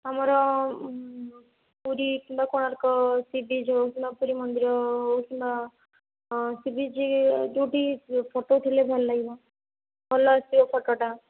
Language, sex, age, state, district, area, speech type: Odia, female, 18-30, Odisha, Puri, urban, conversation